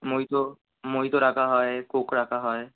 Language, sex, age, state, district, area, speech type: Bengali, male, 18-30, West Bengal, Kolkata, urban, conversation